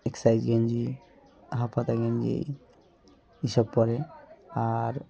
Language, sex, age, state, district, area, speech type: Bengali, male, 30-45, West Bengal, Hooghly, urban, spontaneous